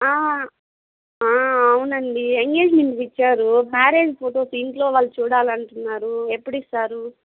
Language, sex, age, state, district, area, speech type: Telugu, female, 30-45, Andhra Pradesh, Kadapa, rural, conversation